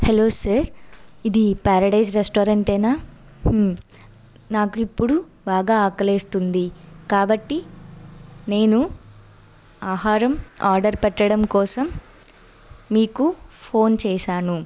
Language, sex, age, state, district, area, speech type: Telugu, female, 18-30, Andhra Pradesh, Vizianagaram, rural, spontaneous